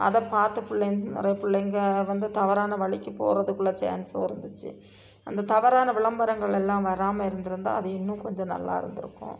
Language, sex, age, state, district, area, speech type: Tamil, female, 30-45, Tamil Nadu, Nilgiris, rural, spontaneous